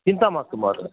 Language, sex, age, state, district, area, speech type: Sanskrit, male, 60+, Karnataka, Bangalore Urban, urban, conversation